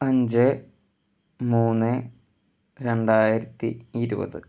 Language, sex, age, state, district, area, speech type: Malayalam, male, 18-30, Kerala, Thrissur, rural, spontaneous